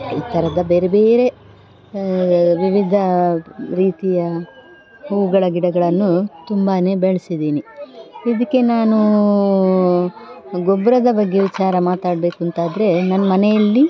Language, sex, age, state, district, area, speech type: Kannada, female, 45-60, Karnataka, Dakshina Kannada, urban, spontaneous